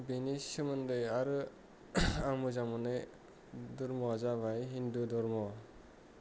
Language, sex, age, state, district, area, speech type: Bodo, male, 30-45, Assam, Kokrajhar, urban, spontaneous